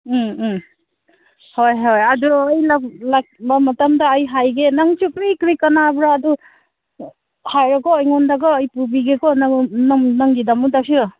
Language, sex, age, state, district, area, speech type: Manipuri, female, 30-45, Manipur, Senapati, urban, conversation